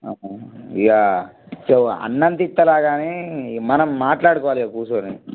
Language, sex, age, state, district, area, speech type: Telugu, male, 18-30, Telangana, Nirmal, rural, conversation